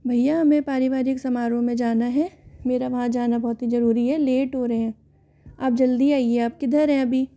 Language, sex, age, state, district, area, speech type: Hindi, female, 45-60, Rajasthan, Jaipur, urban, spontaneous